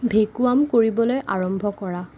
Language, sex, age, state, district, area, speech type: Assamese, female, 18-30, Assam, Kamrup Metropolitan, urban, read